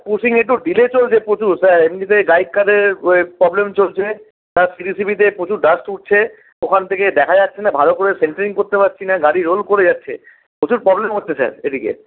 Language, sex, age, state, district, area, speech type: Bengali, male, 30-45, West Bengal, Paschim Bardhaman, urban, conversation